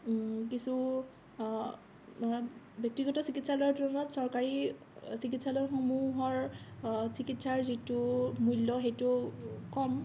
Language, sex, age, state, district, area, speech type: Assamese, female, 18-30, Assam, Kamrup Metropolitan, rural, spontaneous